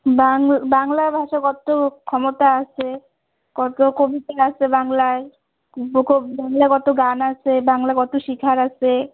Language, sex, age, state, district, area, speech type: Bengali, female, 45-60, West Bengal, Alipurduar, rural, conversation